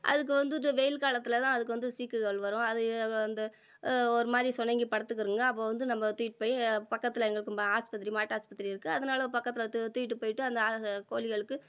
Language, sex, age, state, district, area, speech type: Tamil, female, 45-60, Tamil Nadu, Madurai, urban, spontaneous